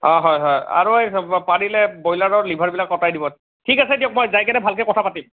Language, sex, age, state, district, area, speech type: Assamese, male, 18-30, Assam, Nalbari, rural, conversation